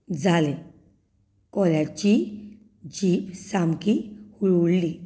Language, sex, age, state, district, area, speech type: Goan Konkani, female, 30-45, Goa, Canacona, rural, spontaneous